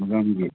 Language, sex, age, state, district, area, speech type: Bodo, male, 45-60, Assam, Baksa, rural, conversation